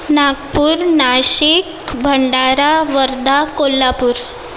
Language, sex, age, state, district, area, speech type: Marathi, female, 18-30, Maharashtra, Nagpur, urban, spontaneous